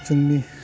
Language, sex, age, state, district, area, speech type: Bodo, male, 30-45, Assam, Udalguri, urban, spontaneous